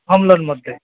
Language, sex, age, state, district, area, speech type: Sanskrit, male, 30-45, West Bengal, North 24 Parganas, urban, conversation